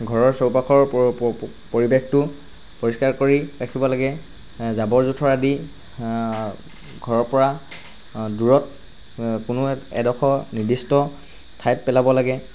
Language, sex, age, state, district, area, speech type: Assamese, male, 45-60, Assam, Charaideo, rural, spontaneous